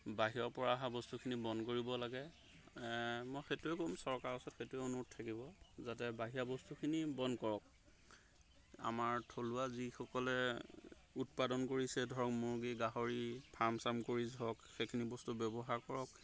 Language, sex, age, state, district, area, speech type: Assamese, male, 30-45, Assam, Golaghat, rural, spontaneous